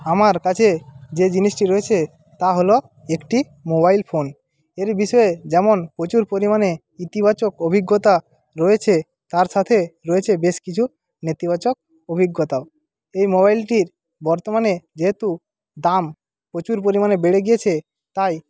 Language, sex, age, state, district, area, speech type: Bengali, male, 45-60, West Bengal, Jhargram, rural, spontaneous